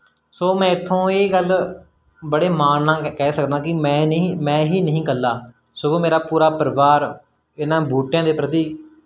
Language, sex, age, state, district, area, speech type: Punjabi, male, 18-30, Punjab, Mansa, rural, spontaneous